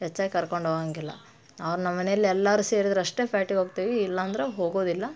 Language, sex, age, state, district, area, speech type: Kannada, female, 30-45, Karnataka, Dharwad, urban, spontaneous